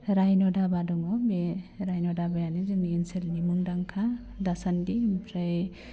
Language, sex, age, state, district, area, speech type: Bodo, female, 18-30, Assam, Udalguri, urban, spontaneous